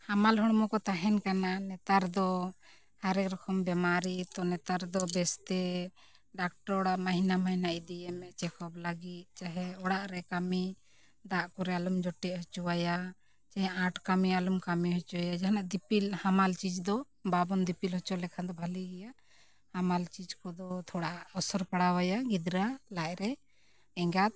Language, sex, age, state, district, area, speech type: Santali, female, 45-60, Jharkhand, Bokaro, rural, spontaneous